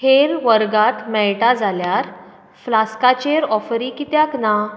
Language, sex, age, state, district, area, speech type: Goan Konkani, female, 30-45, Goa, Bardez, urban, read